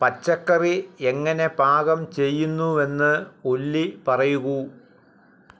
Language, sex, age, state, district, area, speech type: Malayalam, male, 45-60, Kerala, Alappuzha, rural, read